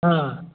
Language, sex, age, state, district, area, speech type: Hindi, male, 60+, Bihar, Madhepura, urban, conversation